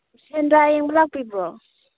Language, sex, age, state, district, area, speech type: Manipuri, female, 30-45, Manipur, Churachandpur, rural, conversation